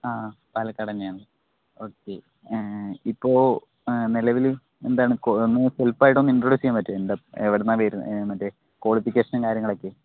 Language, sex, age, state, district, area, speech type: Malayalam, male, 30-45, Kerala, Palakkad, urban, conversation